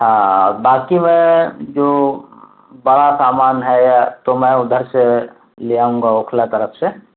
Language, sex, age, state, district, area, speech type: Urdu, male, 30-45, Delhi, New Delhi, urban, conversation